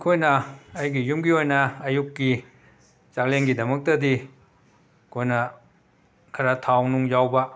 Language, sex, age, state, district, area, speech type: Manipuri, male, 60+, Manipur, Imphal West, urban, spontaneous